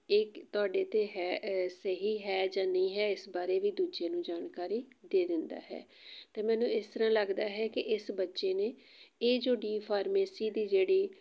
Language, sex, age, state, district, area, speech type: Punjabi, female, 45-60, Punjab, Amritsar, urban, spontaneous